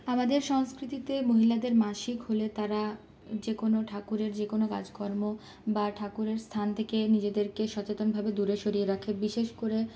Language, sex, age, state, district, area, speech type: Bengali, female, 30-45, West Bengal, Purulia, rural, spontaneous